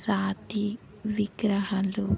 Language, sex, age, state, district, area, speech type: Telugu, female, 18-30, Telangana, Hyderabad, urban, spontaneous